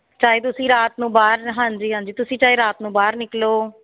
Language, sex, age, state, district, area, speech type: Punjabi, female, 30-45, Punjab, Jalandhar, urban, conversation